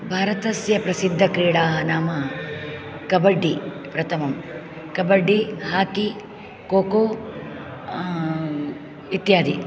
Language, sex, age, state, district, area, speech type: Sanskrit, female, 60+, Karnataka, Uttara Kannada, rural, spontaneous